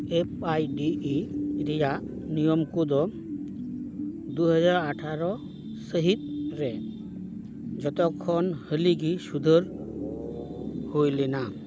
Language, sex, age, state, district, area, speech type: Santali, male, 45-60, West Bengal, Dakshin Dinajpur, rural, read